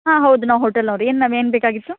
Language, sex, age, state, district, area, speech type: Kannada, female, 18-30, Karnataka, Dharwad, rural, conversation